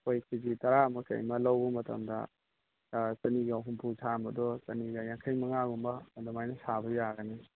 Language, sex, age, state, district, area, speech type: Manipuri, male, 45-60, Manipur, Imphal East, rural, conversation